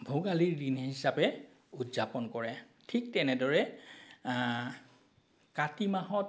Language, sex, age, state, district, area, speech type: Assamese, male, 45-60, Assam, Biswanath, rural, spontaneous